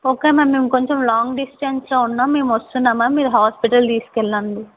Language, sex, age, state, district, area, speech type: Telugu, female, 18-30, Telangana, Medchal, urban, conversation